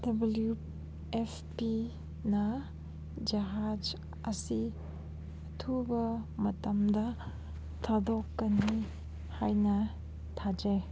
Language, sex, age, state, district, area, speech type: Manipuri, female, 30-45, Manipur, Kangpokpi, urban, read